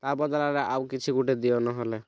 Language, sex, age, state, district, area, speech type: Odia, male, 18-30, Odisha, Kalahandi, rural, spontaneous